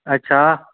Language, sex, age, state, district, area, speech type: Dogri, male, 18-30, Jammu and Kashmir, Reasi, urban, conversation